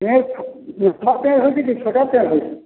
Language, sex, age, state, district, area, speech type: Maithili, male, 45-60, Bihar, Sitamarhi, rural, conversation